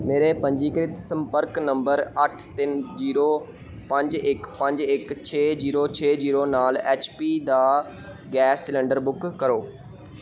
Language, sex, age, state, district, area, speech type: Punjabi, male, 18-30, Punjab, Pathankot, urban, read